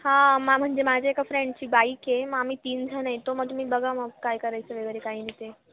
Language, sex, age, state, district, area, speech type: Marathi, female, 18-30, Maharashtra, Nashik, urban, conversation